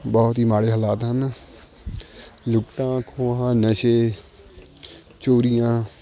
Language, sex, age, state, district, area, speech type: Punjabi, male, 18-30, Punjab, Shaheed Bhagat Singh Nagar, rural, spontaneous